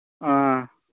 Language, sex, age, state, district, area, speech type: Manipuri, male, 30-45, Manipur, Churachandpur, rural, conversation